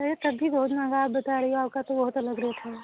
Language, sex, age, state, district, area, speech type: Hindi, female, 18-30, Uttar Pradesh, Prayagraj, rural, conversation